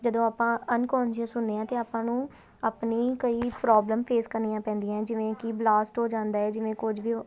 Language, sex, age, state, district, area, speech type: Punjabi, female, 18-30, Punjab, Tarn Taran, urban, spontaneous